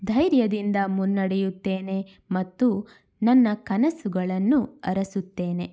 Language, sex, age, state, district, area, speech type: Kannada, female, 18-30, Karnataka, Shimoga, rural, spontaneous